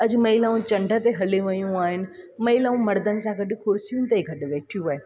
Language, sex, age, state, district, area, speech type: Sindhi, female, 18-30, Gujarat, Junagadh, rural, spontaneous